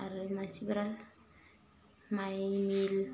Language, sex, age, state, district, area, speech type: Bodo, female, 30-45, Assam, Udalguri, rural, spontaneous